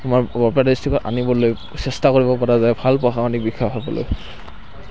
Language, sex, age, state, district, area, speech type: Assamese, male, 18-30, Assam, Barpeta, rural, spontaneous